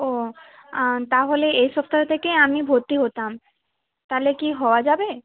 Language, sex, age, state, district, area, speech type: Bengali, female, 18-30, West Bengal, Uttar Dinajpur, rural, conversation